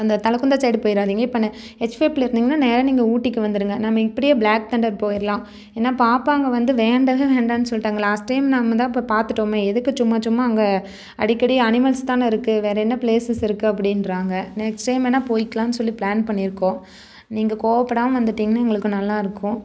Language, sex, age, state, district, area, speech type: Tamil, female, 30-45, Tamil Nadu, Nilgiris, urban, spontaneous